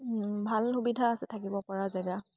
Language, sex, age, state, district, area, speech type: Assamese, female, 18-30, Assam, Charaideo, rural, spontaneous